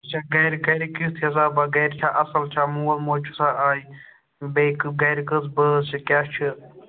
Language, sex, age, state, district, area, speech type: Kashmiri, male, 18-30, Jammu and Kashmir, Ganderbal, rural, conversation